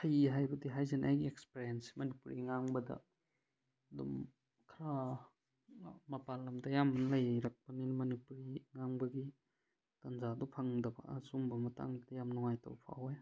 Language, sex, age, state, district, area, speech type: Manipuri, male, 30-45, Manipur, Thoubal, rural, spontaneous